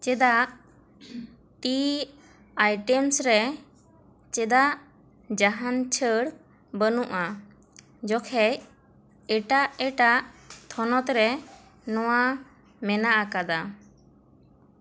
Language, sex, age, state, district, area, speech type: Santali, female, 18-30, West Bengal, Bankura, rural, read